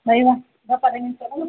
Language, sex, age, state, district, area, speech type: Kannada, female, 60+, Karnataka, Belgaum, rural, conversation